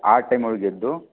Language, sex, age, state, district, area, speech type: Kannada, male, 30-45, Karnataka, Belgaum, rural, conversation